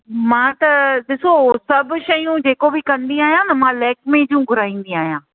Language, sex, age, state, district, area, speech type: Sindhi, female, 60+, Rajasthan, Ajmer, urban, conversation